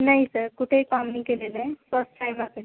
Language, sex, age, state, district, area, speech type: Marathi, female, 18-30, Maharashtra, Aurangabad, rural, conversation